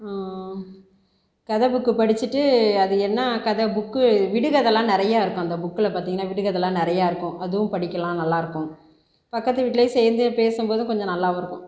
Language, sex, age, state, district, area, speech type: Tamil, female, 30-45, Tamil Nadu, Tiruchirappalli, rural, spontaneous